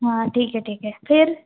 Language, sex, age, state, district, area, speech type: Hindi, female, 18-30, Madhya Pradesh, Harda, urban, conversation